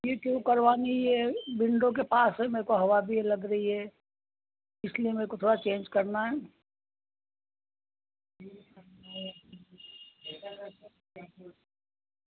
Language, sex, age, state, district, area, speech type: Hindi, female, 60+, Madhya Pradesh, Ujjain, urban, conversation